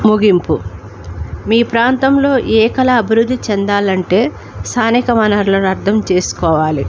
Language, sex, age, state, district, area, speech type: Telugu, female, 45-60, Andhra Pradesh, Alluri Sitarama Raju, rural, spontaneous